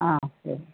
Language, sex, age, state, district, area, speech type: Tamil, female, 60+, Tamil Nadu, Dharmapuri, urban, conversation